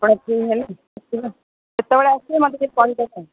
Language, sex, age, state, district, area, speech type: Odia, female, 45-60, Odisha, Sundergarh, rural, conversation